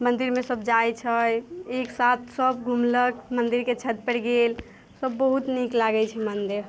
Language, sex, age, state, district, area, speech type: Maithili, female, 18-30, Bihar, Muzaffarpur, rural, spontaneous